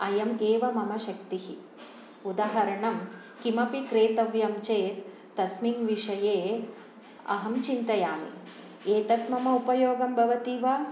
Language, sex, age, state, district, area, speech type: Sanskrit, female, 45-60, Karnataka, Shimoga, urban, spontaneous